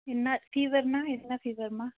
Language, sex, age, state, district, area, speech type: Tamil, female, 18-30, Tamil Nadu, Nilgiris, urban, conversation